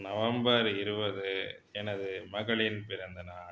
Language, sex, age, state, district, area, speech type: Tamil, male, 45-60, Tamil Nadu, Pudukkottai, rural, spontaneous